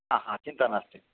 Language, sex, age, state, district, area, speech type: Sanskrit, male, 45-60, Karnataka, Shimoga, rural, conversation